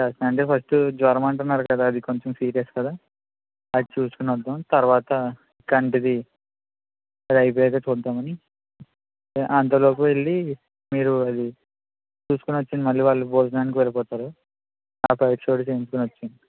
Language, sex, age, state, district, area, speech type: Telugu, male, 60+, Andhra Pradesh, East Godavari, rural, conversation